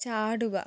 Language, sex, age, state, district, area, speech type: Malayalam, female, 18-30, Kerala, Kozhikode, urban, read